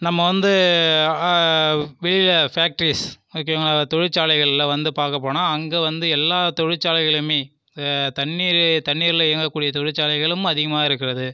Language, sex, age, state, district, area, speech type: Tamil, male, 30-45, Tamil Nadu, Viluppuram, rural, spontaneous